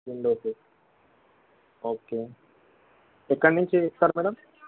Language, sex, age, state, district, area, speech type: Telugu, male, 18-30, Telangana, Nalgonda, urban, conversation